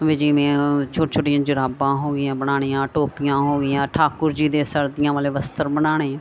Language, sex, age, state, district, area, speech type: Punjabi, female, 45-60, Punjab, Gurdaspur, urban, spontaneous